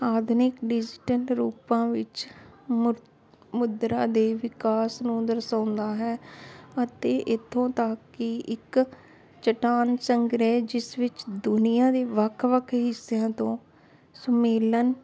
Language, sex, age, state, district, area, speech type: Punjabi, female, 30-45, Punjab, Jalandhar, urban, spontaneous